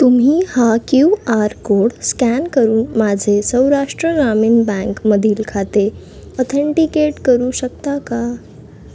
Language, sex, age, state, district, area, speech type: Marathi, female, 18-30, Maharashtra, Thane, urban, read